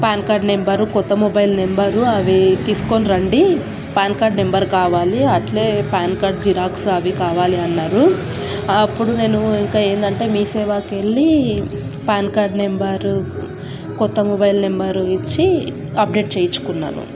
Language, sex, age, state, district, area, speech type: Telugu, female, 18-30, Telangana, Nalgonda, urban, spontaneous